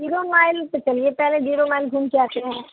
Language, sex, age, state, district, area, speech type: Hindi, female, 18-30, Bihar, Muzaffarpur, rural, conversation